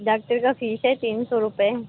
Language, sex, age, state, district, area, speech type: Hindi, female, 45-60, Uttar Pradesh, Mirzapur, urban, conversation